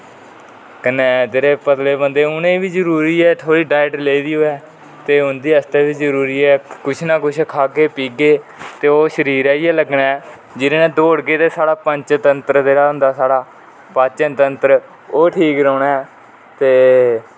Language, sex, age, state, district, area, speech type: Dogri, male, 18-30, Jammu and Kashmir, Kathua, rural, spontaneous